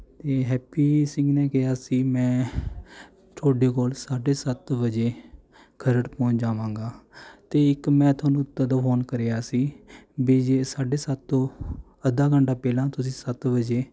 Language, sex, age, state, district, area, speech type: Punjabi, male, 30-45, Punjab, Mohali, urban, spontaneous